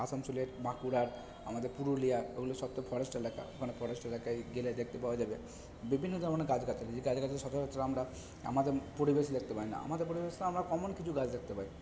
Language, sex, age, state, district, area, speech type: Bengali, male, 30-45, West Bengal, Purba Bardhaman, rural, spontaneous